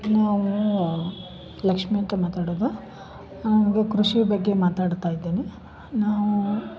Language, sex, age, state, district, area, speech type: Kannada, female, 30-45, Karnataka, Dharwad, urban, spontaneous